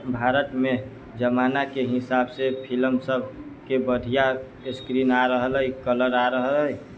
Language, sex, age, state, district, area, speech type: Maithili, male, 30-45, Bihar, Sitamarhi, urban, spontaneous